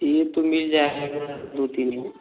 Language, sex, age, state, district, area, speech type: Hindi, male, 18-30, Uttar Pradesh, Ghazipur, rural, conversation